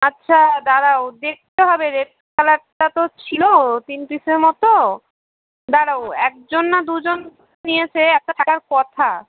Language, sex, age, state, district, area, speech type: Bengali, female, 30-45, West Bengal, Alipurduar, rural, conversation